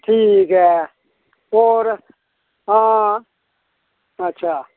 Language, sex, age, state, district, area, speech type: Dogri, male, 60+, Jammu and Kashmir, Reasi, rural, conversation